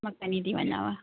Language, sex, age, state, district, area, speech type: Sindhi, female, 18-30, Gujarat, Kutch, rural, conversation